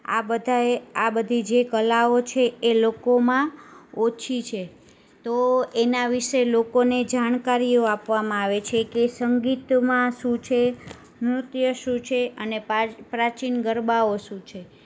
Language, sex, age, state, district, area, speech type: Gujarati, female, 30-45, Gujarat, Kheda, rural, spontaneous